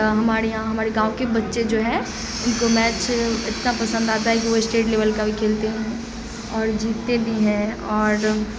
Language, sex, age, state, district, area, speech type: Urdu, female, 18-30, Bihar, Supaul, rural, spontaneous